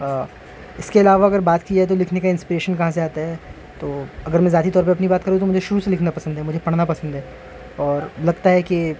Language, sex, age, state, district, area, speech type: Urdu, male, 30-45, Delhi, North East Delhi, urban, spontaneous